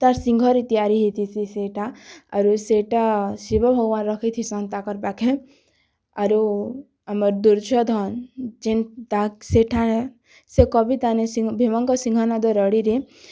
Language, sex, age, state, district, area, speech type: Odia, female, 18-30, Odisha, Kalahandi, rural, spontaneous